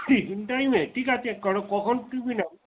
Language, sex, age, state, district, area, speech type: Bengali, male, 60+, West Bengal, Darjeeling, rural, conversation